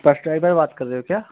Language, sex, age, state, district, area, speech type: Hindi, male, 18-30, Madhya Pradesh, Seoni, urban, conversation